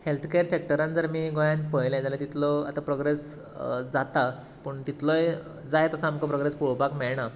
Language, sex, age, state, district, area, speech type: Goan Konkani, male, 18-30, Goa, Tiswadi, rural, spontaneous